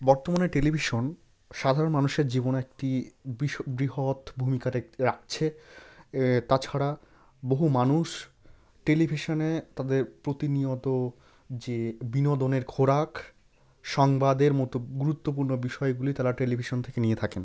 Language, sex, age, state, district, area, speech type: Bengali, male, 45-60, West Bengal, South 24 Parganas, rural, spontaneous